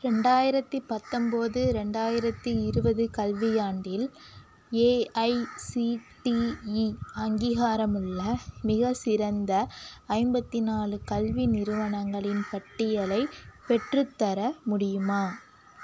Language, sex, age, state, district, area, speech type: Tamil, female, 30-45, Tamil Nadu, Cuddalore, rural, read